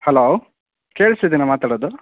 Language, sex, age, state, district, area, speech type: Kannada, male, 30-45, Karnataka, Davanagere, urban, conversation